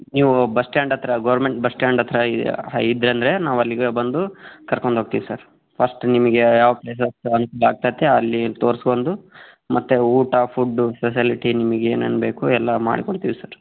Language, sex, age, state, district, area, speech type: Kannada, male, 18-30, Karnataka, Tumkur, rural, conversation